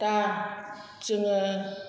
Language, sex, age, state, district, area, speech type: Bodo, female, 60+, Assam, Chirang, rural, spontaneous